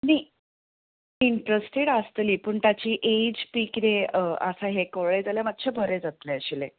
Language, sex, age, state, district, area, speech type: Goan Konkani, female, 30-45, Goa, Ponda, rural, conversation